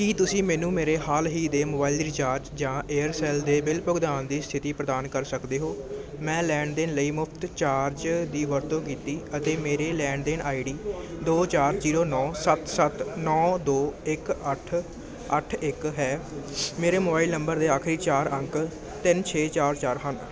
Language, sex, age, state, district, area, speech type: Punjabi, male, 18-30, Punjab, Ludhiana, urban, read